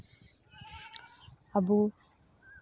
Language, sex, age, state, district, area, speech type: Santali, female, 18-30, West Bengal, Uttar Dinajpur, rural, spontaneous